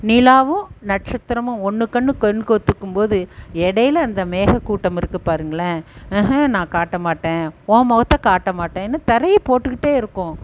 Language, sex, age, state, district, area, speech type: Tamil, female, 60+, Tamil Nadu, Erode, urban, spontaneous